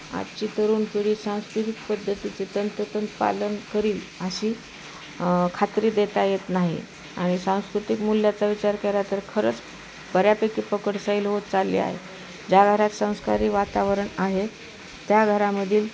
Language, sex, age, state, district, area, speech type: Marathi, female, 60+, Maharashtra, Osmanabad, rural, spontaneous